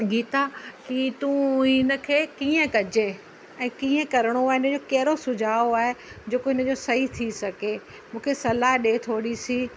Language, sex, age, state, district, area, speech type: Sindhi, female, 45-60, Uttar Pradesh, Lucknow, rural, spontaneous